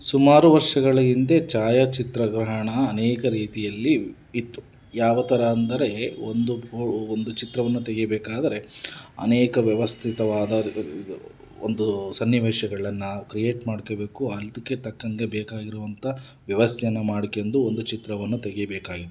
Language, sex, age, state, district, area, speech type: Kannada, male, 30-45, Karnataka, Davanagere, rural, spontaneous